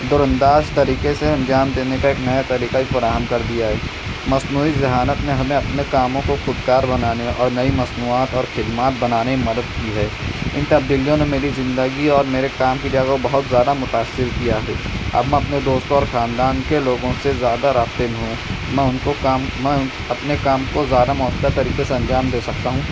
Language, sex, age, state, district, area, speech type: Urdu, male, 18-30, Maharashtra, Nashik, urban, spontaneous